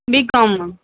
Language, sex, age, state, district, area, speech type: Tamil, male, 18-30, Tamil Nadu, Sivaganga, rural, conversation